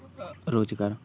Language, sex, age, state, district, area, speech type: Santali, male, 18-30, West Bengal, Birbhum, rural, spontaneous